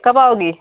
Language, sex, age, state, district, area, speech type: Hindi, female, 45-60, Uttar Pradesh, Hardoi, rural, conversation